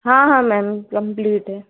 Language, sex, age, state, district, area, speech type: Hindi, female, 45-60, Madhya Pradesh, Bhopal, urban, conversation